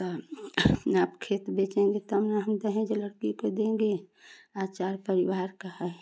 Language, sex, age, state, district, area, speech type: Hindi, female, 45-60, Uttar Pradesh, Chandauli, urban, spontaneous